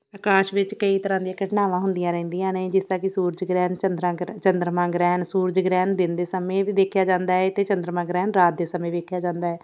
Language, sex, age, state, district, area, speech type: Punjabi, female, 30-45, Punjab, Shaheed Bhagat Singh Nagar, rural, spontaneous